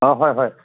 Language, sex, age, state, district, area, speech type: Assamese, male, 60+, Assam, Charaideo, urban, conversation